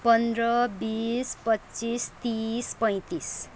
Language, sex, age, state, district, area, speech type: Nepali, other, 30-45, West Bengal, Kalimpong, rural, spontaneous